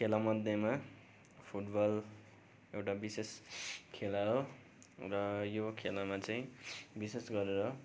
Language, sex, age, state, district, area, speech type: Nepali, male, 18-30, West Bengal, Darjeeling, rural, spontaneous